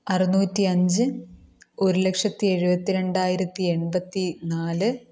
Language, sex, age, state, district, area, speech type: Malayalam, female, 18-30, Kerala, Kottayam, rural, spontaneous